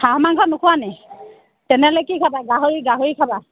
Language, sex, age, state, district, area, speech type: Assamese, female, 30-45, Assam, Dhemaji, rural, conversation